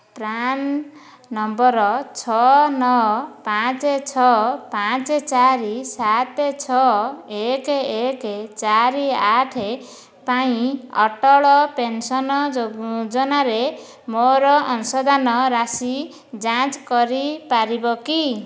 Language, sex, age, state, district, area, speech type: Odia, female, 45-60, Odisha, Dhenkanal, rural, read